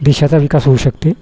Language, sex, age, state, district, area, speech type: Marathi, male, 60+, Maharashtra, Wardha, rural, spontaneous